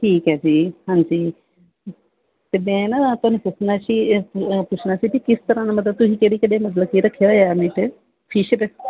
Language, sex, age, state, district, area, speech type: Punjabi, female, 45-60, Punjab, Gurdaspur, urban, conversation